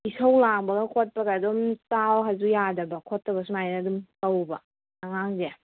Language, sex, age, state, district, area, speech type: Manipuri, female, 18-30, Manipur, Senapati, urban, conversation